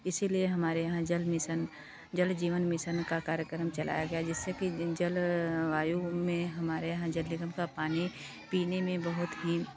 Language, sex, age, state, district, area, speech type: Hindi, female, 30-45, Uttar Pradesh, Varanasi, rural, spontaneous